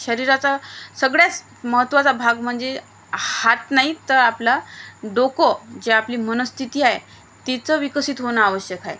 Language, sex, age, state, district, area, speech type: Marathi, female, 30-45, Maharashtra, Washim, urban, spontaneous